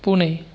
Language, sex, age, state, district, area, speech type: Marathi, male, 30-45, Maharashtra, Aurangabad, rural, spontaneous